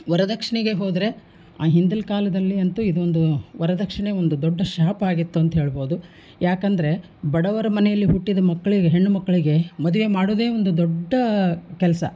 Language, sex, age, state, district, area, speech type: Kannada, female, 60+, Karnataka, Koppal, urban, spontaneous